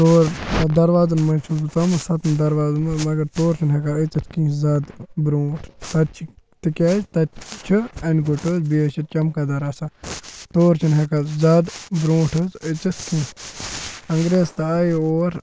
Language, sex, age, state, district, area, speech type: Kashmiri, male, 18-30, Jammu and Kashmir, Kupwara, rural, spontaneous